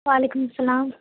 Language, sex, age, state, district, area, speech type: Urdu, female, 18-30, Bihar, Khagaria, rural, conversation